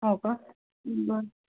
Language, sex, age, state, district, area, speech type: Marathi, female, 30-45, Maharashtra, Osmanabad, rural, conversation